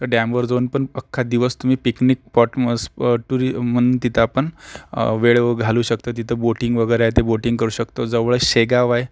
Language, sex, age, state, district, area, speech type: Marathi, male, 45-60, Maharashtra, Akola, urban, spontaneous